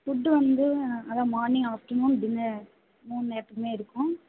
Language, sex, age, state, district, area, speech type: Tamil, female, 18-30, Tamil Nadu, Karur, rural, conversation